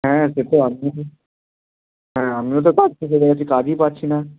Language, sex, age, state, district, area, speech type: Bengali, male, 18-30, West Bengal, Bankura, urban, conversation